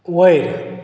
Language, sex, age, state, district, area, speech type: Goan Konkani, male, 45-60, Goa, Bardez, rural, read